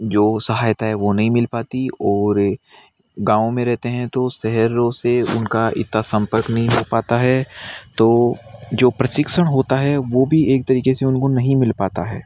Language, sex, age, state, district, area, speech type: Hindi, male, 60+, Rajasthan, Jaipur, urban, spontaneous